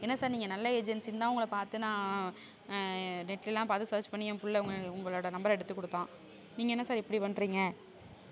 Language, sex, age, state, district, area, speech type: Tamil, female, 60+, Tamil Nadu, Sivaganga, rural, spontaneous